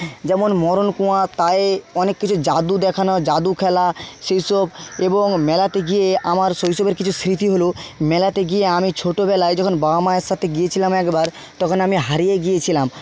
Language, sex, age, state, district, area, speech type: Bengali, male, 30-45, West Bengal, Jhargram, rural, spontaneous